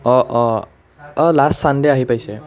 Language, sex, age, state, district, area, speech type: Assamese, male, 30-45, Assam, Nalbari, rural, spontaneous